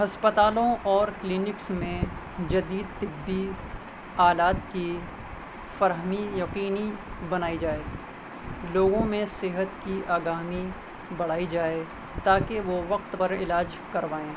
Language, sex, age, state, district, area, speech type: Urdu, male, 30-45, Delhi, North West Delhi, urban, spontaneous